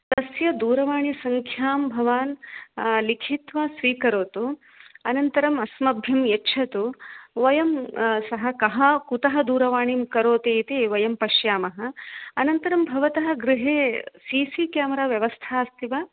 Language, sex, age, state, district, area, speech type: Sanskrit, female, 45-60, Karnataka, Udupi, rural, conversation